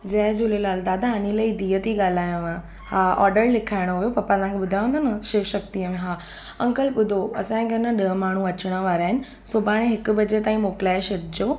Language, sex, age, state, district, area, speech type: Sindhi, female, 18-30, Gujarat, Surat, urban, spontaneous